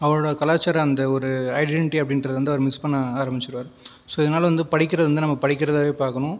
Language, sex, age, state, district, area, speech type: Tamil, male, 18-30, Tamil Nadu, Viluppuram, rural, spontaneous